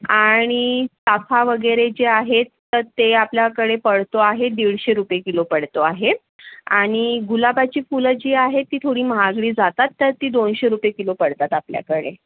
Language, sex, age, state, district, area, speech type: Marathi, female, 18-30, Maharashtra, Yavatmal, urban, conversation